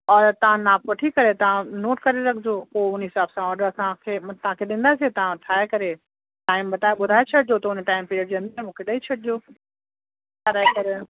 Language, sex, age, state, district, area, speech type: Sindhi, female, 45-60, Uttar Pradesh, Lucknow, urban, conversation